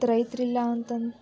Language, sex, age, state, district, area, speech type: Kannada, female, 18-30, Karnataka, Chitradurga, urban, spontaneous